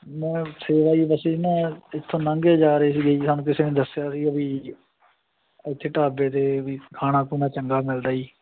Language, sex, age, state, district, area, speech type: Punjabi, male, 45-60, Punjab, Muktsar, urban, conversation